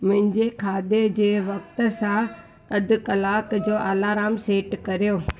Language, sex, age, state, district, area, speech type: Sindhi, female, 30-45, Gujarat, Junagadh, urban, read